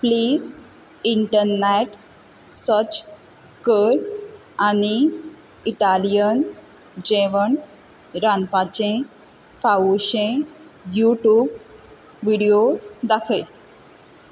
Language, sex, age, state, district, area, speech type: Goan Konkani, female, 18-30, Goa, Quepem, rural, read